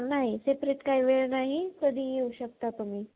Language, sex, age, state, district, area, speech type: Marathi, female, 18-30, Maharashtra, Osmanabad, rural, conversation